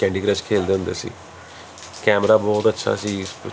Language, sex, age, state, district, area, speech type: Punjabi, male, 30-45, Punjab, Kapurthala, urban, spontaneous